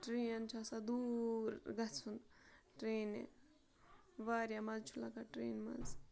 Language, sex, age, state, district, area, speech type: Kashmiri, female, 30-45, Jammu and Kashmir, Ganderbal, rural, spontaneous